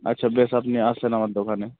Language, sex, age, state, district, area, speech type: Bengali, male, 18-30, West Bengal, Murshidabad, urban, conversation